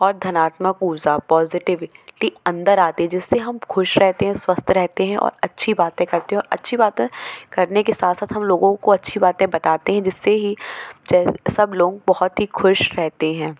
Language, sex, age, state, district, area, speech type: Hindi, female, 18-30, Madhya Pradesh, Jabalpur, urban, spontaneous